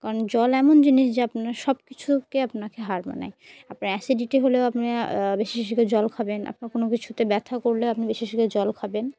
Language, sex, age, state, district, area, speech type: Bengali, female, 18-30, West Bengal, Murshidabad, urban, spontaneous